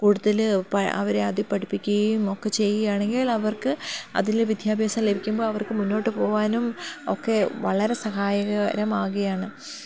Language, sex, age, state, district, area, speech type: Malayalam, female, 30-45, Kerala, Thiruvananthapuram, urban, spontaneous